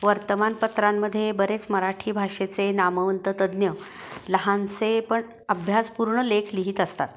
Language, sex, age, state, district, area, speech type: Marathi, female, 60+, Maharashtra, Kolhapur, urban, spontaneous